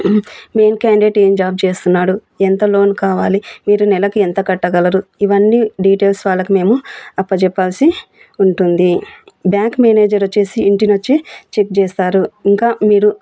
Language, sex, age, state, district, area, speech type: Telugu, female, 30-45, Andhra Pradesh, Kurnool, rural, spontaneous